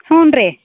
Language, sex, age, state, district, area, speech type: Kannada, female, 60+, Karnataka, Belgaum, rural, conversation